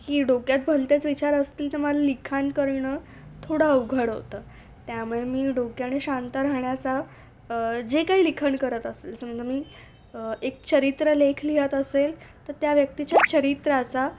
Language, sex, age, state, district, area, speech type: Marathi, female, 18-30, Maharashtra, Nashik, urban, spontaneous